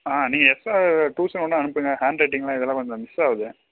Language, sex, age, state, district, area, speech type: Tamil, male, 18-30, Tamil Nadu, Kallakurichi, urban, conversation